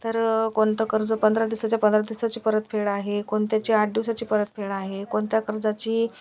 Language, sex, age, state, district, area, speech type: Marathi, female, 45-60, Maharashtra, Washim, rural, spontaneous